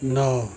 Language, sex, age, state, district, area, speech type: Hindi, male, 60+, Uttar Pradesh, Mau, rural, read